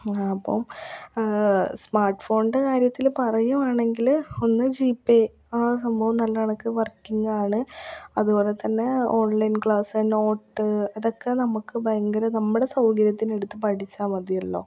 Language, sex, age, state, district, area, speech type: Malayalam, female, 18-30, Kerala, Ernakulam, rural, spontaneous